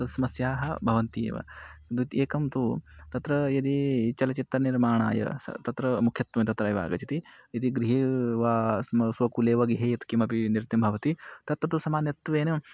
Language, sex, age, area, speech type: Sanskrit, male, 18-30, rural, spontaneous